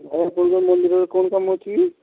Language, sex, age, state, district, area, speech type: Odia, male, 18-30, Odisha, Balasore, rural, conversation